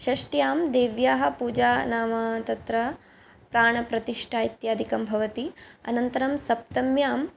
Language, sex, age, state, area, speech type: Sanskrit, female, 18-30, Assam, rural, spontaneous